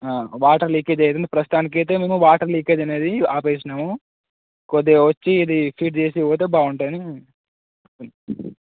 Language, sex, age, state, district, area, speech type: Telugu, male, 18-30, Telangana, Nagarkurnool, urban, conversation